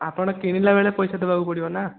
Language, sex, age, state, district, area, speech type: Odia, male, 18-30, Odisha, Khordha, rural, conversation